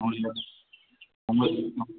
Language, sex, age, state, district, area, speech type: Tamil, male, 18-30, Tamil Nadu, Thanjavur, rural, conversation